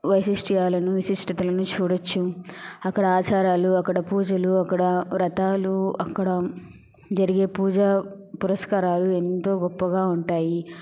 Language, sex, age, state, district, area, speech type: Telugu, female, 30-45, Andhra Pradesh, Chittoor, urban, spontaneous